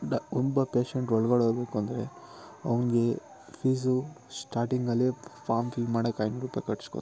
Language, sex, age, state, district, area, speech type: Kannada, male, 18-30, Karnataka, Kolar, rural, spontaneous